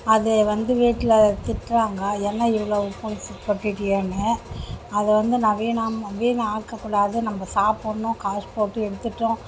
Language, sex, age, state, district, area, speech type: Tamil, female, 60+, Tamil Nadu, Mayiladuthurai, rural, spontaneous